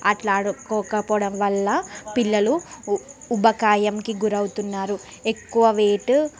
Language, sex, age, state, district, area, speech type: Telugu, female, 30-45, Andhra Pradesh, Srikakulam, urban, spontaneous